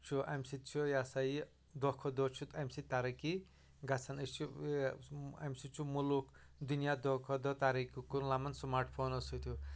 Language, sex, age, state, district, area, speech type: Kashmiri, male, 30-45, Jammu and Kashmir, Anantnag, rural, spontaneous